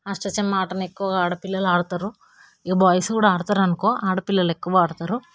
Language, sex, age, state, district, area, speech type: Telugu, female, 18-30, Telangana, Hyderabad, urban, spontaneous